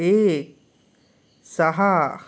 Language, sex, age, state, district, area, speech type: Goan Konkani, male, 18-30, Goa, Canacona, rural, read